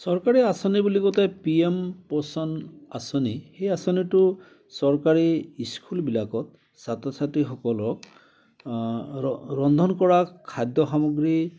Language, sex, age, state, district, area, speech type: Assamese, male, 60+, Assam, Biswanath, rural, spontaneous